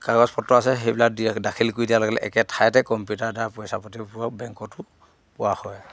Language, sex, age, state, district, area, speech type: Assamese, male, 45-60, Assam, Dhemaji, urban, spontaneous